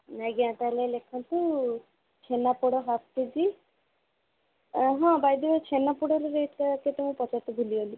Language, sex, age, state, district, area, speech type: Odia, female, 18-30, Odisha, Cuttack, urban, conversation